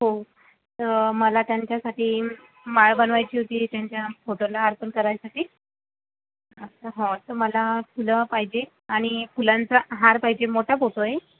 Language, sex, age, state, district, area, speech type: Marathi, female, 18-30, Maharashtra, Buldhana, rural, conversation